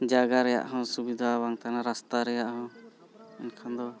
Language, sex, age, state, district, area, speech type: Santali, male, 45-60, Jharkhand, Bokaro, rural, spontaneous